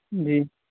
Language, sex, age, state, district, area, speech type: Urdu, male, 18-30, Bihar, Purnia, rural, conversation